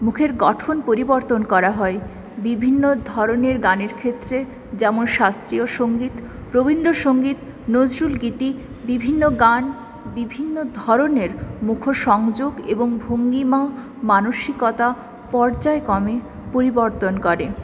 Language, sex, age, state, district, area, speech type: Bengali, female, 18-30, West Bengal, Purulia, urban, spontaneous